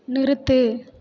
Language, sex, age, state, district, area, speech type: Tamil, female, 18-30, Tamil Nadu, Tiruvarur, rural, read